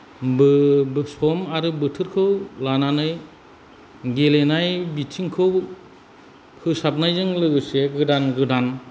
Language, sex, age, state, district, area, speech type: Bodo, male, 45-60, Assam, Kokrajhar, rural, spontaneous